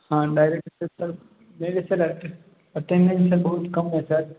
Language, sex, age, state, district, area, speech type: Hindi, male, 18-30, Rajasthan, Jodhpur, rural, conversation